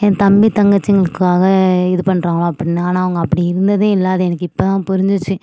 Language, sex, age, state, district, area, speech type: Tamil, female, 18-30, Tamil Nadu, Nagapattinam, urban, spontaneous